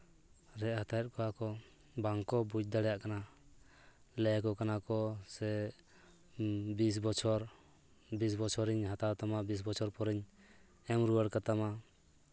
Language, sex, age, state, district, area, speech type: Santali, male, 30-45, West Bengal, Purulia, rural, spontaneous